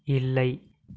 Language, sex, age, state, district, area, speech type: Tamil, male, 18-30, Tamil Nadu, Krishnagiri, rural, read